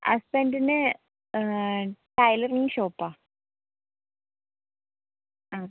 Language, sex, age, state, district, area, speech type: Malayalam, female, 30-45, Kerala, Kozhikode, urban, conversation